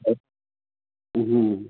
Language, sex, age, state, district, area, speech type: Manipuri, male, 60+, Manipur, Thoubal, rural, conversation